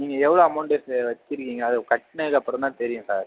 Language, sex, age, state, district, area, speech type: Tamil, male, 30-45, Tamil Nadu, Mayiladuthurai, urban, conversation